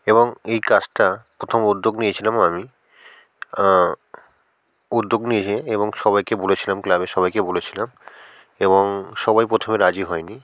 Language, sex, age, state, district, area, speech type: Bengali, male, 45-60, West Bengal, South 24 Parganas, rural, spontaneous